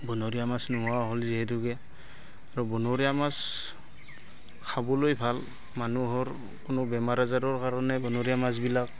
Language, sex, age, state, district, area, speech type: Assamese, male, 30-45, Assam, Barpeta, rural, spontaneous